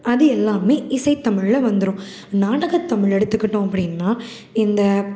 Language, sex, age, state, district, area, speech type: Tamil, female, 18-30, Tamil Nadu, Salem, urban, spontaneous